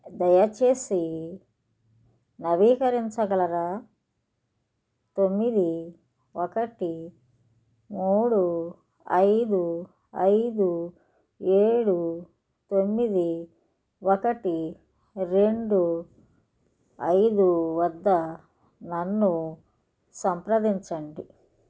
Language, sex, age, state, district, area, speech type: Telugu, female, 60+, Andhra Pradesh, Krishna, rural, read